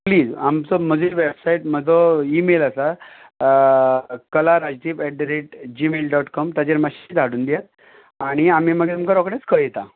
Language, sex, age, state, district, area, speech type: Goan Konkani, male, 45-60, Goa, Ponda, rural, conversation